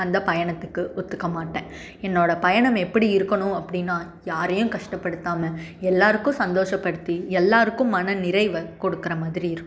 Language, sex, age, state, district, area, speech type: Tamil, female, 18-30, Tamil Nadu, Salem, rural, spontaneous